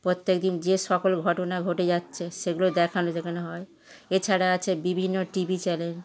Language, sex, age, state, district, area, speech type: Bengali, female, 60+, West Bengal, Darjeeling, rural, spontaneous